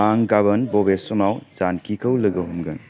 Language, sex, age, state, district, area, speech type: Bodo, male, 30-45, Assam, Chirang, rural, read